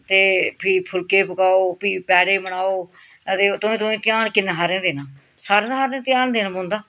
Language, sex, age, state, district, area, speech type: Dogri, female, 45-60, Jammu and Kashmir, Reasi, rural, spontaneous